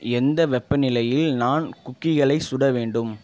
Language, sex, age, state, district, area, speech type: Tamil, male, 30-45, Tamil Nadu, Ariyalur, rural, read